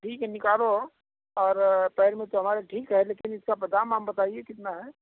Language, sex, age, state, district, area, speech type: Hindi, male, 60+, Uttar Pradesh, Sitapur, rural, conversation